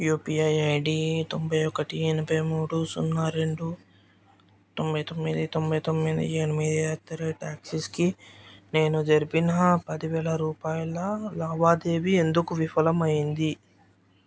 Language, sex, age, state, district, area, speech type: Telugu, male, 18-30, Telangana, Nirmal, urban, read